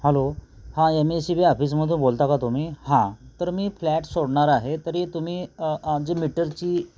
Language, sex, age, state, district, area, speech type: Marathi, male, 45-60, Maharashtra, Osmanabad, rural, spontaneous